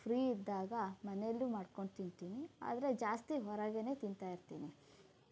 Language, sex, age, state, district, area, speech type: Kannada, female, 30-45, Karnataka, Shimoga, rural, spontaneous